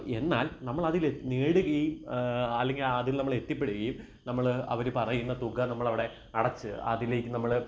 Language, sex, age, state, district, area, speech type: Malayalam, male, 18-30, Kerala, Kottayam, rural, spontaneous